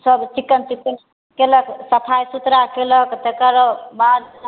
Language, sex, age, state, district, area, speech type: Maithili, female, 30-45, Bihar, Samastipur, rural, conversation